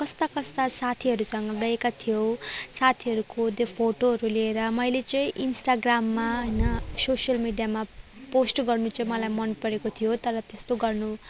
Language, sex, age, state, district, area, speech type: Nepali, female, 18-30, West Bengal, Darjeeling, rural, spontaneous